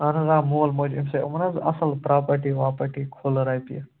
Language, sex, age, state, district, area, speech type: Kashmiri, male, 18-30, Jammu and Kashmir, Ganderbal, rural, conversation